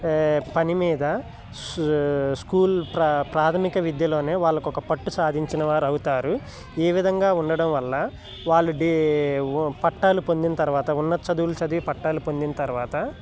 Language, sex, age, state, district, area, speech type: Telugu, male, 18-30, Telangana, Khammam, urban, spontaneous